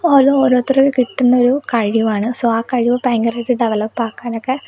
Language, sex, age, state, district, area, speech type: Malayalam, female, 18-30, Kerala, Kozhikode, urban, spontaneous